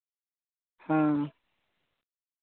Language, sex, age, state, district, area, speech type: Santali, male, 18-30, Jharkhand, Pakur, rural, conversation